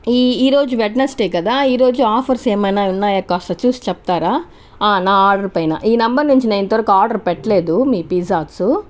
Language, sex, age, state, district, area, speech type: Telugu, female, 45-60, Andhra Pradesh, Chittoor, rural, spontaneous